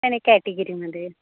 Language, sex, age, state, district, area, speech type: Marathi, female, 18-30, Maharashtra, Gondia, rural, conversation